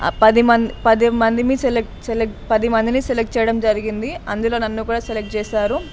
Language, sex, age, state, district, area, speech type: Telugu, female, 18-30, Telangana, Nalgonda, urban, spontaneous